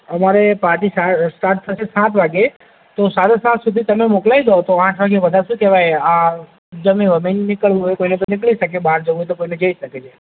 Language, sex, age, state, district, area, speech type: Gujarati, male, 18-30, Gujarat, Ahmedabad, urban, conversation